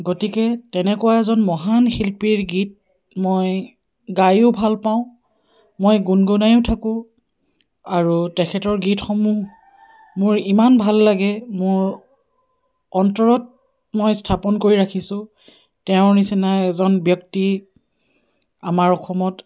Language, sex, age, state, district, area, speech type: Assamese, female, 45-60, Assam, Dibrugarh, rural, spontaneous